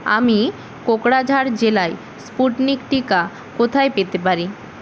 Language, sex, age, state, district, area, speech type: Bengali, female, 18-30, West Bengal, Purba Medinipur, rural, read